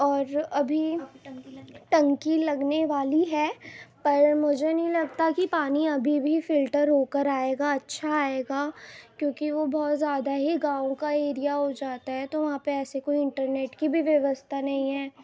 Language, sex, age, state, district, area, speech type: Urdu, female, 18-30, Uttar Pradesh, Ghaziabad, rural, spontaneous